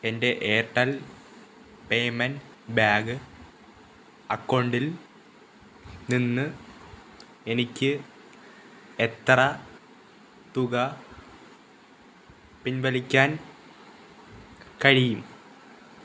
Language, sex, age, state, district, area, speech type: Malayalam, male, 18-30, Kerala, Kollam, rural, read